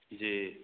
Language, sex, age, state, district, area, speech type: Maithili, male, 45-60, Bihar, Madhubani, rural, conversation